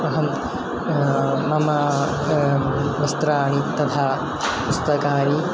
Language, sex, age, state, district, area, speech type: Sanskrit, male, 18-30, Kerala, Thrissur, rural, spontaneous